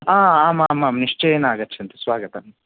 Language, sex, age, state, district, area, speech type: Sanskrit, male, 18-30, Karnataka, Uttara Kannada, rural, conversation